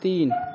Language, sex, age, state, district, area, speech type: Hindi, male, 30-45, Uttar Pradesh, Azamgarh, rural, read